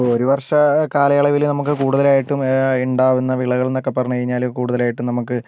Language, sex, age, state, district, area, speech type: Malayalam, male, 30-45, Kerala, Wayanad, rural, spontaneous